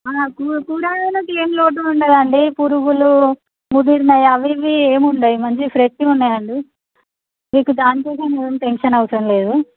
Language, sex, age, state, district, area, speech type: Telugu, female, 18-30, Andhra Pradesh, Visakhapatnam, urban, conversation